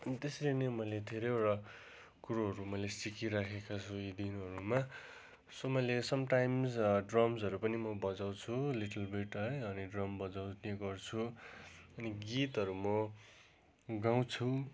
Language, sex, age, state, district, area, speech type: Nepali, male, 30-45, West Bengal, Darjeeling, rural, spontaneous